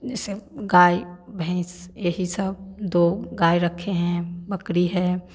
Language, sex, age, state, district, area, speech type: Hindi, female, 18-30, Bihar, Samastipur, urban, spontaneous